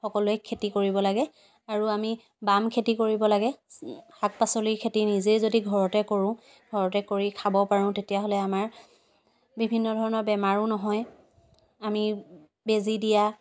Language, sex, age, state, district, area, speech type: Assamese, female, 18-30, Assam, Sivasagar, rural, spontaneous